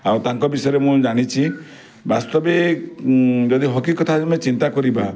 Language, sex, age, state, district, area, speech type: Odia, male, 45-60, Odisha, Bargarh, urban, spontaneous